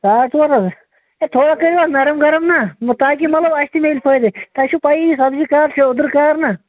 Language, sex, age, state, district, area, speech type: Kashmiri, male, 30-45, Jammu and Kashmir, Bandipora, rural, conversation